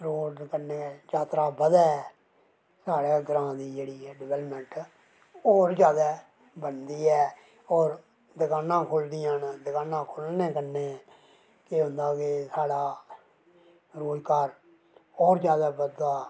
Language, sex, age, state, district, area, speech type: Dogri, male, 60+, Jammu and Kashmir, Reasi, rural, spontaneous